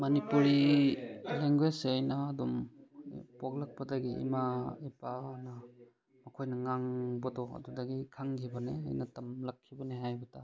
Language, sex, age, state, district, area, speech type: Manipuri, male, 30-45, Manipur, Thoubal, rural, spontaneous